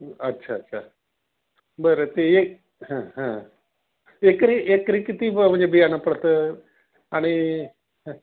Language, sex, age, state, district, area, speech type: Marathi, male, 60+, Maharashtra, Osmanabad, rural, conversation